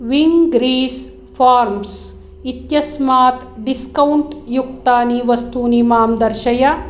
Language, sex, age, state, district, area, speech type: Sanskrit, female, 45-60, Karnataka, Hassan, rural, read